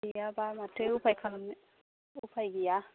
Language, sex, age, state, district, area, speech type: Bodo, female, 45-60, Assam, Kokrajhar, rural, conversation